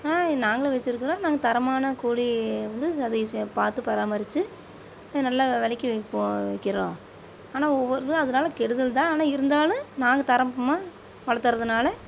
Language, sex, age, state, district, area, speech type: Tamil, female, 45-60, Tamil Nadu, Coimbatore, rural, spontaneous